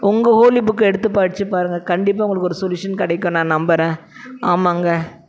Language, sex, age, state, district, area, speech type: Tamil, female, 45-60, Tamil Nadu, Tiruvannamalai, urban, spontaneous